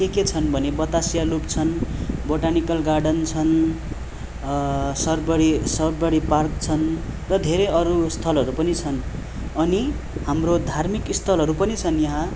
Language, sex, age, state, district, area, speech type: Nepali, male, 18-30, West Bengal, Darjeeling, rural, spontaneous